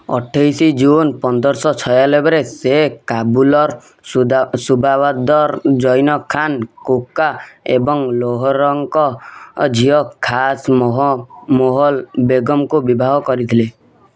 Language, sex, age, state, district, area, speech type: Odia, male, 18-30, Odisha, Kendujhar, urban, read